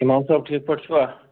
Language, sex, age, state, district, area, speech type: Kashmiri, male, 30-45, Jammu and Kashmir, Ganderbal, rural, conversation